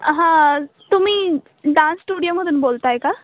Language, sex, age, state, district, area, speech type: Marathi, female, 18-30, Maharashtra, Nashik, urban, conversation